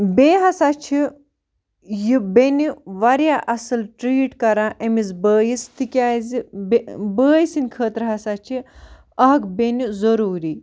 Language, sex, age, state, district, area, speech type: Kashmiri, female, 18-30, Jammu and Kashmir, Baramulla, rural, spontaneous